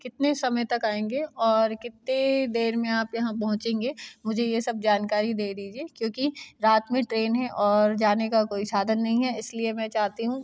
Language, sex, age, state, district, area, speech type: Hindi, female, 30-45, Madhya Pradesh, Katni, urban, spontaneous